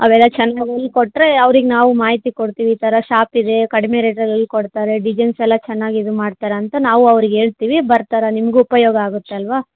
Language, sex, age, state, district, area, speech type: Kannada, female, 18-30, Karnataka, Vijayanagara, rural, conversation